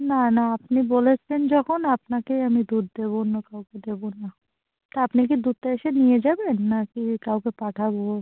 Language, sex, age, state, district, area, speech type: Bengali, female, 18-30, West Bengal, North 24 Parganas, rural, conversation